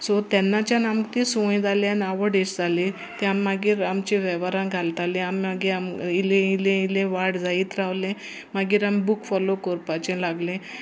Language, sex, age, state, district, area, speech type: Goan Konkani, female, 60+, Goa, Sanguem, rural, spontaneous